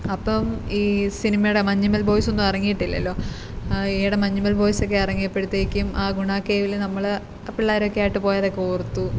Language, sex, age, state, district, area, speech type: Malayalam, female, 18-30, Kerala, Kottayam, rural, spontaneous